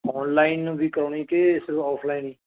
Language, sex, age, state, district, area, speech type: Punjabi, male, 30-45, Punjab, Firozpur, rural, conversation